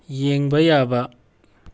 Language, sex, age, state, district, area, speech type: Manipuri, male, 18-30, Manipur, Tengnoupal, rural, read